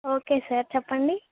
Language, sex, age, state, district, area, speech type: Telugu, female, 18-30, Telangana, Khammam, rural, conversation